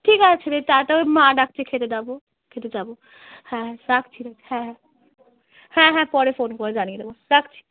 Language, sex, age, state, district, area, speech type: Bengali, female, 18-30, West Bengal, Darjeeling, rural, conversation